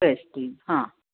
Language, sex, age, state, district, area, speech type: Marathi, female, 45-60, Maharashtra, Nashik, urban, conversation